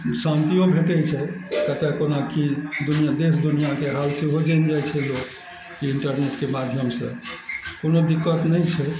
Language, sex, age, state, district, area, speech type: Maithili, male, 60+, Bihar, Araria, rural, spontaneous